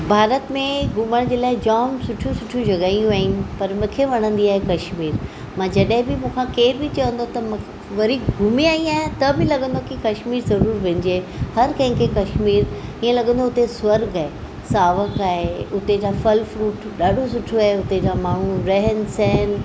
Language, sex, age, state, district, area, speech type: Sindhi, female, 45-60, Maharashtra, Mumbai Suburban, urban, spontaneous